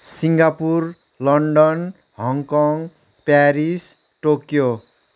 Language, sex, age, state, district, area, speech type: Nepali, male, 30-45, West Bengal, Darjeeling, rural, spontaneous